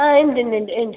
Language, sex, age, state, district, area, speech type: Malayalam, female, 45-60, Kerala, Kasaragod, urban, conversation